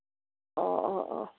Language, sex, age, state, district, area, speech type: Assamese, female, 45-60, Assam, Golaghat, urban, conversation